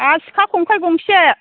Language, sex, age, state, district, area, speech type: Bodo, female, 60+, Assam, Chirang, rural, conversation